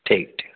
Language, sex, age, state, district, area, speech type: Hindi, male, 18-30, Uttar Pradesh, Azamgarh, rural, conversation